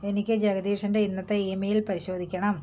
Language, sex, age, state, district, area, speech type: Malayalam, female, 45-60, Kerala, Kottayam, rural, read